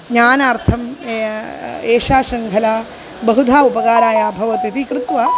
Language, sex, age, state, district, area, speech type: Sanskrit, female, 45-60, Kerala, Kozhikode, urban, spontaneous